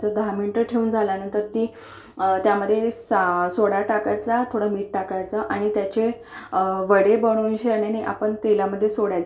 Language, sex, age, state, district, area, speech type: Marathi, female, 45-60, Maharashtra, Akola, urban, spontaneous